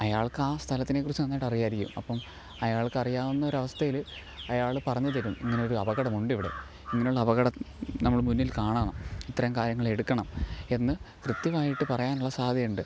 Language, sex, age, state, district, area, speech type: Malayalam, male, 18-30, Kerala, Pathanamthitta, rural, spontaneous